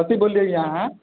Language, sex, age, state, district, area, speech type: Maithili, male, 18-30, Bihar, Muzaffarpur, rural, conversation